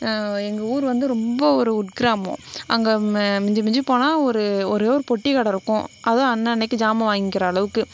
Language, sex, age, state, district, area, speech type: Tamil, female, 60+, Tamil Nadu, Sivaganga, rural, spontaneous